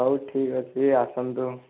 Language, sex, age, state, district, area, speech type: Odia, male, 18-30, Odisha, Boudh, rural, conversation